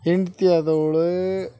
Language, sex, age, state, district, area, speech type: Kannada, male, 30-45, Karnataka, Koppal, rural, spontaneous